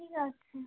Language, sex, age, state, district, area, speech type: Bengali, female, 30-45, West Bengal, North 24 Parganas, urban, conversation